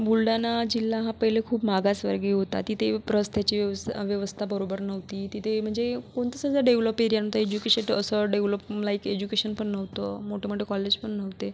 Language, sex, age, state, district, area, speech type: Marathi, female, 30-45, Maharashtra, Buldhana, rural, spontaneous